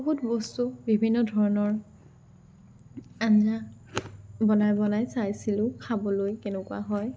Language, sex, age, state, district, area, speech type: Assamese, female, 18-30, Assam, Tinsukia, rural, spontaneous